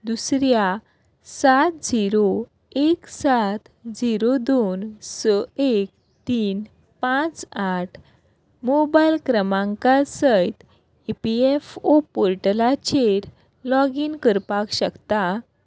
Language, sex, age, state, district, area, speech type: Goan Konkani, female, 30-45, Goa, Quepem, rural, read